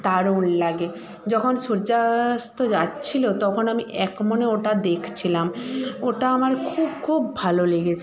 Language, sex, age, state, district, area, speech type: Bengali, female, 45-60, West Bengal, Jhargram, rural, spontaneous